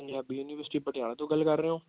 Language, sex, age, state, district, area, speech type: Punjabi, male, 18-30, Punjab, Patiala, rural, conversation